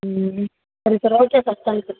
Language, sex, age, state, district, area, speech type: Kannada, male, 18-30, Karnataka, Chamarajanagar, rural, conversation